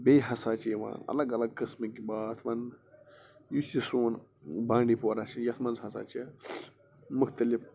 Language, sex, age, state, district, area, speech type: Kashmiri, male, 18-30, Jammu and Kashmir, Bandipora, rural, spontaneous